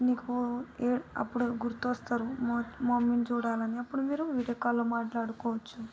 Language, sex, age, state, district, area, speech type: Telugu, female, 30-45, Telangana, Vikarabad, rural, spontaneous